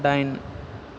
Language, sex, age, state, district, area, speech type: Bodo, male, 30-45, Assam, Chirang, rural, read